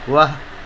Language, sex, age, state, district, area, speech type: Nepali, male, 45-60, West Bengal, Jalpaiguri, rural, read